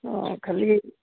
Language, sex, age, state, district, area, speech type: Assamese, male, 18-30, Assam, Sivasagar, rural, conversation